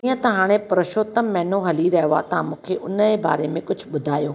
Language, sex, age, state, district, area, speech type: Sindhi, female, 45-60, Maharashtra, Thane, urban, spontaneous